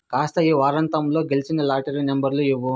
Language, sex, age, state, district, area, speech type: Telugu, male, 60+, Andhra Pradesh, Vizianagaram, rural, read